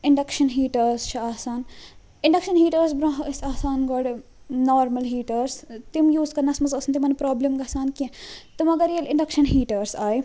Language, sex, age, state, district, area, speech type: Kashmiri, female, 18-30, Jammu and Kashmir, Srinagar, urban, spontaneous